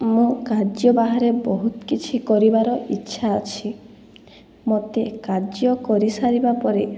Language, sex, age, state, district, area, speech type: Odia, female, 18-30, Odisha, Boudh, rural, spontaneous